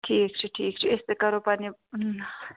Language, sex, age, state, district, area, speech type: Kashmiri, female, 18-30, Jammu and Kashmir, Bandipora, rural, conversation